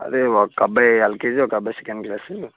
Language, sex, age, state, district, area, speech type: Telugu, male, 30-45, Andhra Pradesh, Vizianagaram, rural, conversation